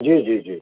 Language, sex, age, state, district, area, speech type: Hindi, male, 45-60, Madhya Pradesh, Ujjain, urban, conversation